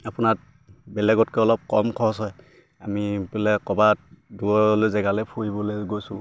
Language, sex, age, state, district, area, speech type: Assamese, male, 18-30, Assam, Sivasagar, rural, spontaneous